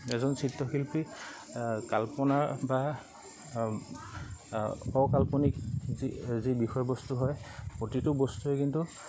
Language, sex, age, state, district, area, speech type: Assamese, male, 30-45, Assam, Lakhimpur, rural, spontaneous